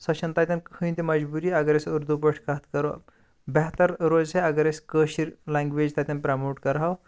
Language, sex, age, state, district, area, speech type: Kashmiri, male, 18-30, Jammu and Kashmir, Bandipora, rural, spontaneous